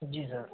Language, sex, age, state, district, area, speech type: Hindi, male, 30-45, Uttar Pradesh, Hardoi, rural, conversation